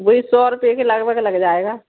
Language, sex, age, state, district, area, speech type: Hindi, female, 30-45, Madhya Pradesh, Gwalior, rural, conversation